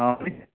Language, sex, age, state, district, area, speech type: Assamese, male, 18-30, Assam, Lakhimpur, rural, conversation